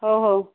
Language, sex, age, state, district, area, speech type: Odia, female, 45-60, Odisha, Angul, rural, conversation